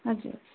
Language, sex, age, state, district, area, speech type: Nepali, female, 18-30, West Bengal, Darjeeling, rural, conversation